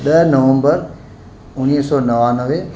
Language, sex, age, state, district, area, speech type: Sindhi, male, 45-60, Maharashtra, Mumbai Suburban, urban, spontaneous